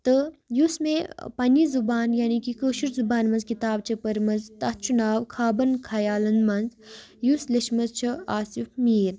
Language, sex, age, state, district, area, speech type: Kashmiri, female, 18-30, Jammu and Kashmir, Baramulla, rural, spontaneous